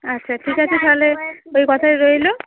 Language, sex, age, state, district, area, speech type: Bengali, female, 30-45, West Bengal, Cooch Behar, urban, conversation